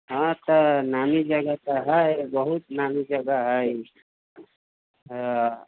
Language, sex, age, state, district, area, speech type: Maithili, male, 45-60, Bihar, Sitamarhi, rural, conversation